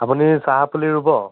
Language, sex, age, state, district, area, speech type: Assamese, male, 30-45, Assam, Biswanath, rural, conversation